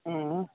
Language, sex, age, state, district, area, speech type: Maithili, male, 18-30, Bihar, Madhepura, rural, conversation